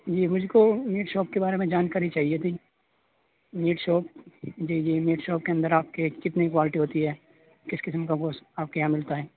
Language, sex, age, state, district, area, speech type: Urdu, male, 18-30, Uttar Pradesh, Saharanpur, urban, conversation